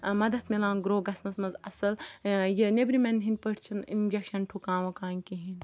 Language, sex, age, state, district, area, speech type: Kashmiri, female, 30-45, Jammu and Kashmir, Ganderbal, rural, spontaneous